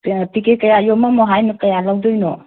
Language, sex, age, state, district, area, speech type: Manipuri, female, 60+, Manipur, Kangpokpi, urban, conversation